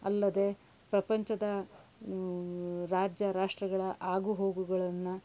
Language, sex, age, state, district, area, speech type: Kannada, female, 60+, Karnataka, Shimoga, rural, spontaneous